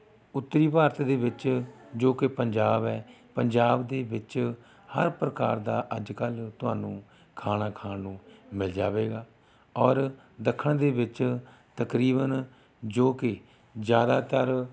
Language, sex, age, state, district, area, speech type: Punjabi, male, 45-60, Punjab, Rupnagar, rural, spontaneous